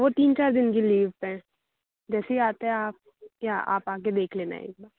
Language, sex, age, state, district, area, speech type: Hindi, female, 18-30, Madhya Pradesh, Bhopal, urban, conversation